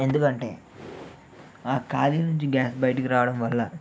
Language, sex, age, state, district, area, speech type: Telugu, male, 18-30, Andhra Pradesh, Eluru, urban, spontaneous